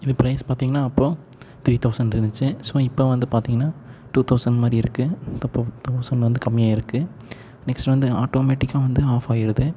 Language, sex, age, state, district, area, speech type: Tamil, male, 18-30, Tamil Nadu, Tiruppur, rural, spontaneous